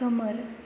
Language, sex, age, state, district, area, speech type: Bodo, female, 18-30, Assam, Chirang, rural, read